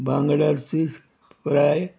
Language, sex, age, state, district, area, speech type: Goan Konkani, male, 60+, Goa, Murmgao, rural, spontaneous